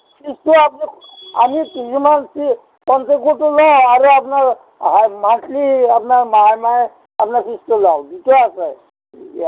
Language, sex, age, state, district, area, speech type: Assamese, male, 60+, Assam, Kamrup Metropolitan, urban, conversation